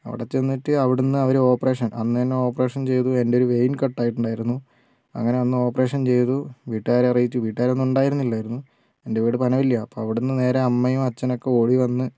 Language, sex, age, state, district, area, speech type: Malayalam, female, 18-30, Kerala, Wayanad, rural, spontaneous